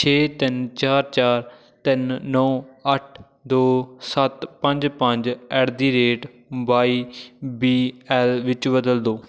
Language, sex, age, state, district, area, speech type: Punjabi, male, 18-30, Punjab, Fatehgarh Sahib, rural, read